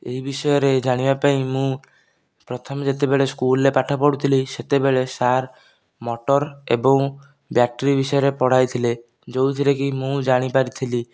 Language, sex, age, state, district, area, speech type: Odia, male, 18-30, Odisha, Nayagarh, rural, spontaneous